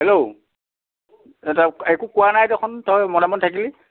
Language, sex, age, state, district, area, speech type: Assamese, male, 60+, Assam, Nagaon, rural, conversation